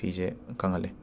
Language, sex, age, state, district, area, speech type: Manipuri, male, 18-30, Manipur, Imphal West, urban, spontaneous